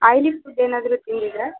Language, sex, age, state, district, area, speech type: Kannada, female, 18-30, Karnataka, Chitradurga, rural, conversation